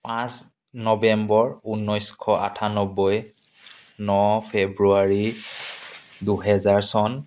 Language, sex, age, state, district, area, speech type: Assamese, male, 30-45, Assam, Dibrugarh, rural, spontaneous